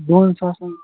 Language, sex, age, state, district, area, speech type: Kashmiri, male, 45-60, Jammu and Kashmir, Srinagar, urban, conversation